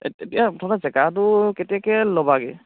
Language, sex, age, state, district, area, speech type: Assamese, male, 18-30, Assam, Charaideo, rural, conversation